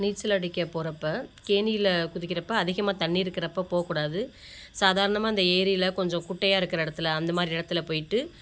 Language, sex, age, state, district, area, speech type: Tamil, female, 45-60, Tamil Nadu, Ariyalur, rural, spontaneous